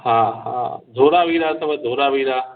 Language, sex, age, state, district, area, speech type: Sindhi, male, 30-45, Gujarat, Kutch, rural, conversation